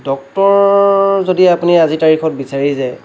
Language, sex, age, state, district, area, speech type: Assamese, male, 45-60, Assam, Lakhimpur, rural, spontaneous